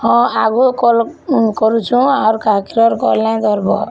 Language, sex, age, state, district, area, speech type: Odia, female, 30-45, Odisha, Bargarh, urban, spontaneous